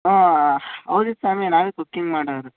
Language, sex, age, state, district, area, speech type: Kannada, male, 18-30, Karnataka, Chitradurga, urban, conversation